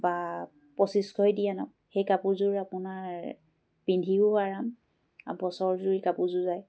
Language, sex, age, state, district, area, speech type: Assamese, female, 30-45, Assam, Charaideo, rural, spontaneous